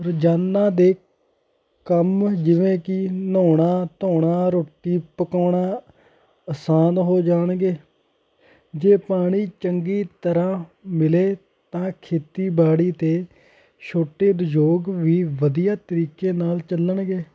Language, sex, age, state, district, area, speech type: Punjabi, male, 18-30, Punjab, Hoshiarpur, rural, spontaneous